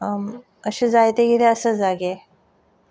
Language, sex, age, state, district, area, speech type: Goan Konkani, female, 18-30, Goa, Ponda, rural, spontaneous